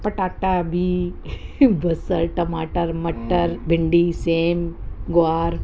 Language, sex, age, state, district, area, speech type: Sindhi, female, 30-45, Uttar Pradesh, Lucknow, rural, spontaneous